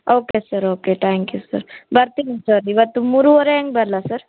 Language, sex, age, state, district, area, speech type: Kannada, female, 18-30, Karnataka, Davanagere, rural, conversation